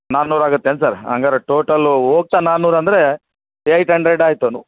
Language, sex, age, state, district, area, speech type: Kannada, male, 45-60, Karnataka, Bellary, rural, conversation